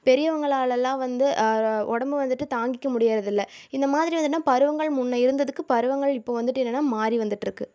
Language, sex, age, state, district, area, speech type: Tamil, female, 18-30, Tamil Nadu, Erode, rural, spontaneous